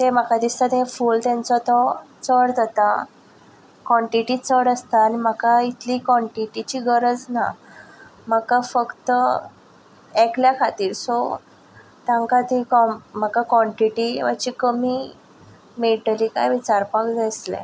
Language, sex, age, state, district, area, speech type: Goan Konkani, female, 18-30, Goa, Ponda, rural, spontaneous